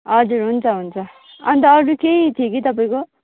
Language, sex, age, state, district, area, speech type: Nepali, female, 18-30, West Bengal, Darjeeling, rural, conversation